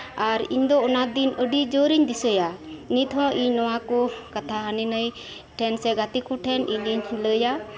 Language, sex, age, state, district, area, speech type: Santali, female, 45-60, West Bengal, Birbhum, rural, spontaneous